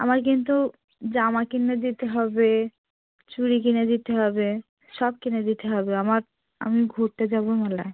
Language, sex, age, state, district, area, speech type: Bengali, female, 45-60, West Bengal, South 24 Parganas, rural, conversation